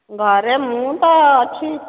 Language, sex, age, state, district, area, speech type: Odia, female, 45-60, Odisha, Dhenkanal, rural, conversation